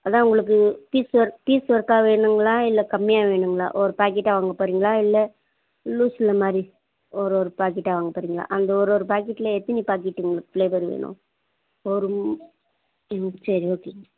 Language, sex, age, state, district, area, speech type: Tamil, female, 30-45, Tamil Nadu, Ranipet, urban, conversation